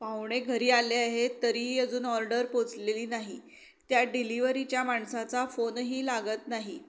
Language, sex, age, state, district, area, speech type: Marathi, female, 45-60, Maharashtra, Sangli, rural, spontaneous